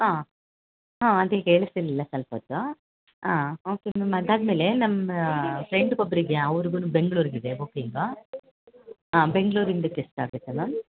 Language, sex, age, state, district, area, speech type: Kannada, female, 45-60, Karnataka, Hassan, urban, conversation